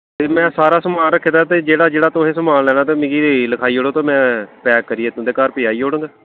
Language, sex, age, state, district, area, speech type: Dogri, male, 30-45, Jammu and Kashmir, Samba, urban, conversation